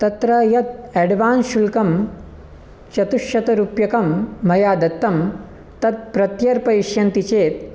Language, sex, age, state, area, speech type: Sanskrit, male, 18-30, Delhi, urban, spontaneous